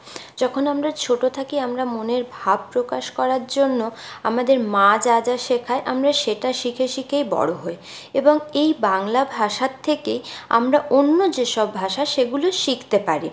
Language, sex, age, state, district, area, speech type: Bengali, female, 30-45, West Bengal, Purulia, rural, spontaneous